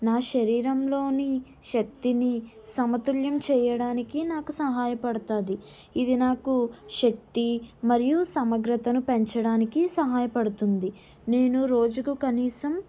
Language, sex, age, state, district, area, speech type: Telugu, female, 30-45, Andhra Pradesh, Kakinada, rural, spontaneous